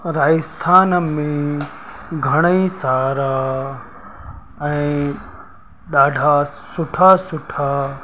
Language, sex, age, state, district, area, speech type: Sindhi, male, 30-45, Rajasthan, Ajmer, urban, spontaneous